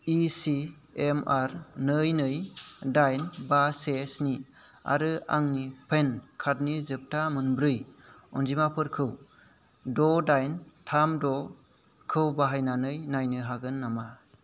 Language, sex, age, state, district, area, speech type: Bodo, male, 30-45, Assam, Kokrajhar, rural, read